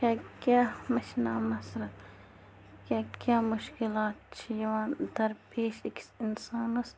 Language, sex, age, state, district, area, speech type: Kashmiri, female, 18-30, Jammu and Kashmir, Bandipora, rural, spontaneous